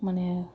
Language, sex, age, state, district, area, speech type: Santali, female, 30-45, West Bengal, Paschim Bardhaman, rural, spontaneous